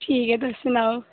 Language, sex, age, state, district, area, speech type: Dogri, female, 18-30, Jammu and Kashmir, Kathua, rural, conversation